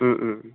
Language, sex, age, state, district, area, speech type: Assamese, male, 18-30, Assam, Morigaon, rural, conversation